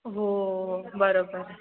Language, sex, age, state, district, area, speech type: Marathi, female, 18-30, Maharashtra, Mumbai Suburban, urban, conversation